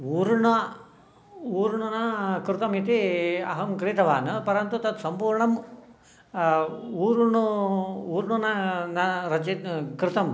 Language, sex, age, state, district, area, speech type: Sanskrit, male, 60+, Karnataka, Shimoga, urban, spontaneous